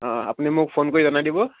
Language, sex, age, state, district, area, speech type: Assamese, male, 18-30, Assam, Dibrugarh, urban, conversation